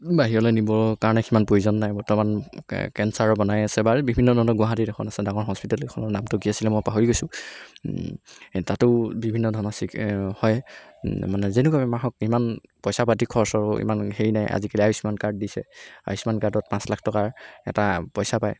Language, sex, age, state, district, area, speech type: Assamese, male, 18-30, Assam, Golaghat, urban, spontaneous